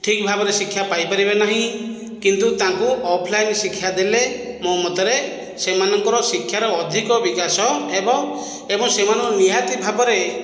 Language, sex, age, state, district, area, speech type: Odia, male, 45-60, Odisha, Khordha, rural, spontaneous